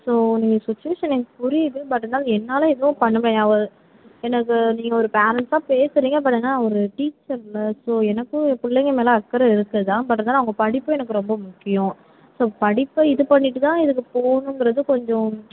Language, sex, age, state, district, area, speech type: Tamil, female, 18-30, Tamil Nadu, Sivaganga, rural, conversation